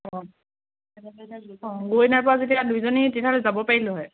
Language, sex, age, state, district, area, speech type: Assamese, female, 18-30, Assam, Charaideo, rural, conversation